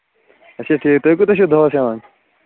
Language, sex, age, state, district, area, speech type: Kashmiri, male, 30-45, Jammu and Kashmir, Kulgam, rural, conversation